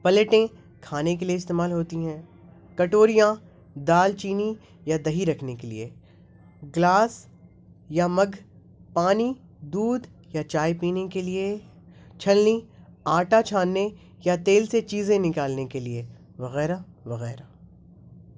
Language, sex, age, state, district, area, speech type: Urdu, male, 18-30, Delhi, North East Delhi, urban, spontaneous